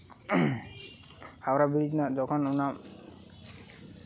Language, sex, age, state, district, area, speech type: Santali, male, 18-30, West Bengal, Paschim Bardhaman, rural, spontaneous